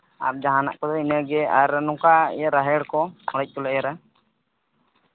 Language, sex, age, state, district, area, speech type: Santali, male, 18-30, Jharkhand, East Singhbhum, rural, conversation